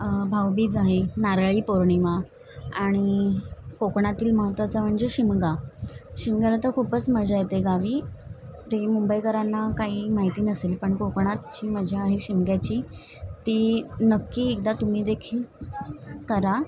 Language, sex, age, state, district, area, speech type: Marathi, female, 18-30, Maharashtra, Mumbai Suburban, urban, spontaneous